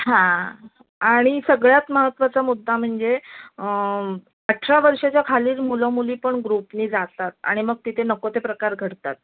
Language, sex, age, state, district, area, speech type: Marathi, female, 30-45, Maharashtra, Mumbai Suburban, urban, conversation